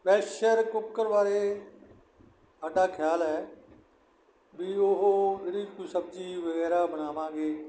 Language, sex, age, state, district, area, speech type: Punjabi, male, 60+, Punjab, Barnala, rural, spontaneous